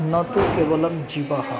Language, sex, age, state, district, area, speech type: Sanskrit, male, 30-45, West Bengal, North 24 Parganas, urban, spontaneous